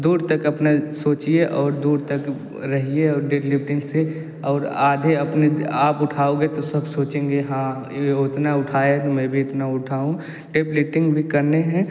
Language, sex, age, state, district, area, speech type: Hindi, male, 18-30, Uttar Pradesh, Jaunpur, urban, spontaneous